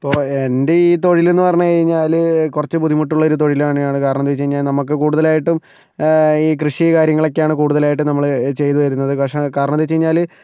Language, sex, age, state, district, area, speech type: Malayalam, male, 45-60, Kerala, Kozhikode, urban, spontaneous